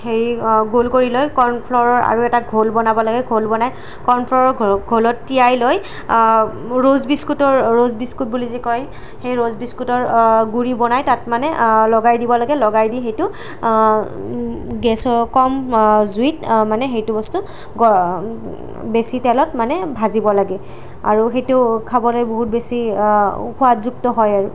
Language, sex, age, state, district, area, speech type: Assamese, female, 18-30, Assam, Nalbari, rural, spontaneous